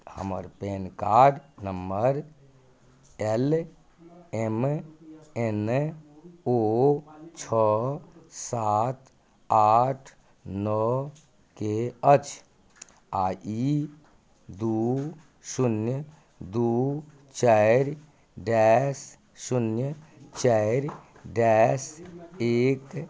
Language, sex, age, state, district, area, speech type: Maithili, male, 60+, Bihar, Madhubani, rural, read